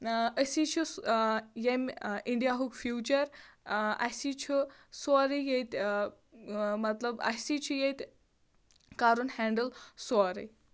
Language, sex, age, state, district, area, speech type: Kashmiri, female, 30-45, Jammu and Kashmir, Shopian, rural, spontaneous